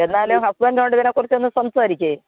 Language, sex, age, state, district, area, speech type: Malayalam, female, 45-60, Kerala, Thiruvananthapuram, urban, conversation